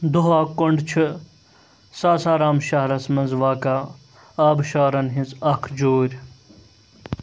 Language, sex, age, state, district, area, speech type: Kashmiri, male, 30-45, Jammu and Kashmir, Srinagar, urban, read